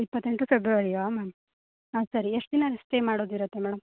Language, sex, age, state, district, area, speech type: Kannada, female, 18-30, Karnataka, Uttara Kannada, rural, conversation